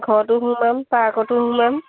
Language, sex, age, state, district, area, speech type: Assamese, female, 30-45, Assam, Lakhimpur, rural, conversation